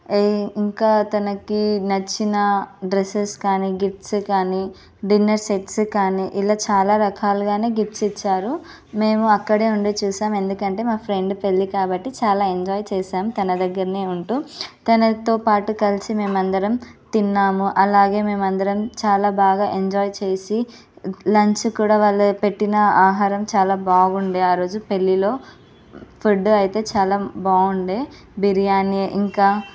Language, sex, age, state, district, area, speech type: Telugu, female, 18-30, Telangana, Ranga Reddy, urban, spontaneous